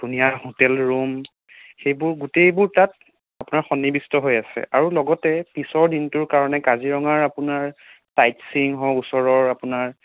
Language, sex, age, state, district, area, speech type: Assamese, male, 18-30, Assam, Sonitpur, rural, conversation